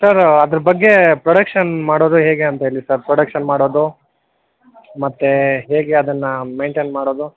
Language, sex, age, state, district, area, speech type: Kannada, male, 18-30, Karnataka, Kolar, rural, conversation